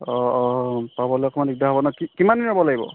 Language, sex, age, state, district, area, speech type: Assamese, male, 18-30, Assam, Golaghat, rural, conversation